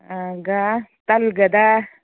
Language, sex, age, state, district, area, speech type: Manipuri, female, 60+, Manipur, Churachandpur, urban, conversation